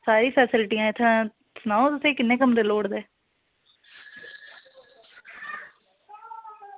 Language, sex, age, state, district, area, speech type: Dogri, female, 18-30, Jammu and Kashmir, Reasi, rural, conversation